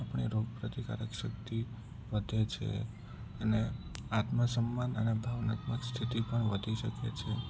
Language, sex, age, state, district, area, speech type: Gujarati, male, 18-30, Gujarat, Ahmedabad, urban, spontaneous